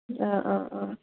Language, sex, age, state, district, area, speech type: Assamese, female, 30-45, Assam, Udalguri, urban, conversation